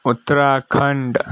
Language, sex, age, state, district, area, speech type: Kannada, male, 45-60, Karnataka, Tumkur, urban, spontaneous